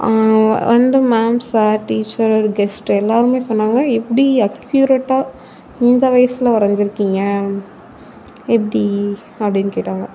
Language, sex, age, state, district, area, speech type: Tamil, female, 18-30, Tamil Nadu, Mayiladuthurai, urban, spontaneous